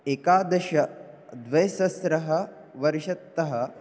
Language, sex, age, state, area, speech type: Sanskrit, male, 18-30, Maharashtra, rural, spontaneous